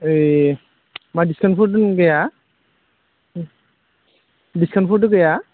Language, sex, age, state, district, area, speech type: Bodo, male, 18-30, Assam, Udalguri, urban, conversation